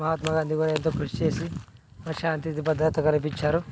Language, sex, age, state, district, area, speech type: Telugu, male, 18-30, Andhra Pradesh, Nandyal, urban, spontaneous